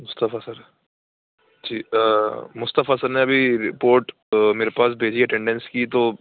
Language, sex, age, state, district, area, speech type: Urdu, male, 30-45, Uttar Pradesh, Aligarh, rural, conversation